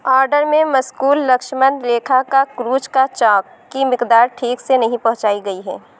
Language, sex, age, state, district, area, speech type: Urdu, female, 18-30, Uttar Pradesh, Lucknow, rural, read